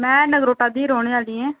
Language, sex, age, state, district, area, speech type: Dogri, female, 18-30, Jammu and Kashmir, Jammu, rural, conversation